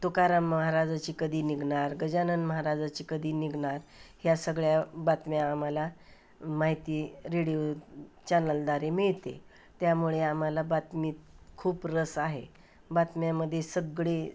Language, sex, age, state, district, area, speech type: Marathi, female, 60+, Maharashtra, Osmanabad, rural, spontaneous